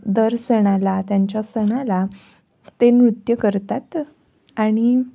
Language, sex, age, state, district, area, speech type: Marathi, female, 18-30, Maharashtra, Nashik, urban, spontaneous